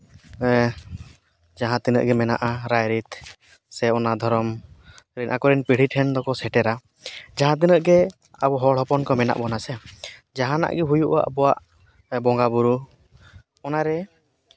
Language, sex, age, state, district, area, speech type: Santali, male, 30-45, Jharkhand, East Singhbhum, rural, spontaneous